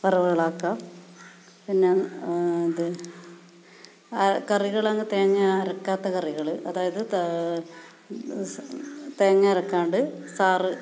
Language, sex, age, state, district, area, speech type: Malayalam, female, 45-60, Kerala, Kasaragod, rural, spontaneous